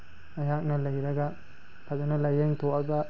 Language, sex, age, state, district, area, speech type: Manipuri, male, 18-30, Manipur, Tengnoupal, urban, spontaneous